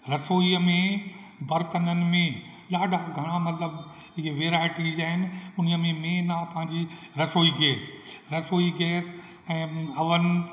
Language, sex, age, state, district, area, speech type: Sindhi, male, 60+, Rajasthan, Ajmer, urban, spontaneous